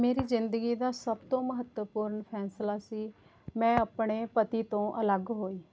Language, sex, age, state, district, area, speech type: Punjabi, female, 30-45, Punjab, Rupnagar, rural, spontaneous